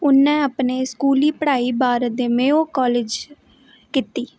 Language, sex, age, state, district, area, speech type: Dogri, female, 18-30, Jammu and Kashmir, Reasi, rural, read